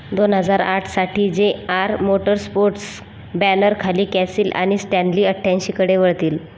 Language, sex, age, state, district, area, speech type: Marathi, female, 18-30, Maharashtra, Buldhana, rural, read